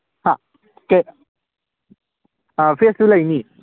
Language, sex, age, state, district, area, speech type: Manipuri, male, 18-30, Manipur, Kangpokpi, urban, conversation